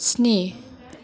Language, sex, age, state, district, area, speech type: Bodo, female, 30-45, Assam, Chirang, rural, read